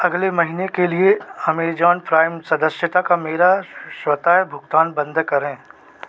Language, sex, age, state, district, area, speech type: Hindi, male, 30-45, Madhya Pradesh, Seoni, urban, read